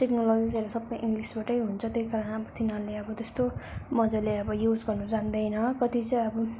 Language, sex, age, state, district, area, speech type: Nepali, female, 18-30, West Bengal, Darjeeling, rural, spontaneous